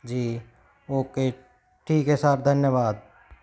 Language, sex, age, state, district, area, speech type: Hindi, male, 30-45, Rajasthan, Jodhpur, rural, spontaneous